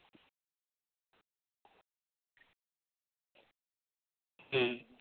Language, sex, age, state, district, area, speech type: Santali, male, 18-30, West Bengal, Jhargram, rural, conversation